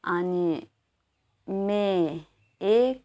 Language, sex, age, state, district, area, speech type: Nepali, female, 45-60, West Bengal, Jalpaiguri, urban, spontaneous